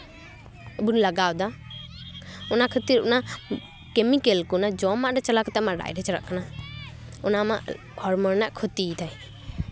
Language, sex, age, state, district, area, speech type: Santali, female, 18-30, West Bengal, Paschim Bardhaman, rural, spontaneous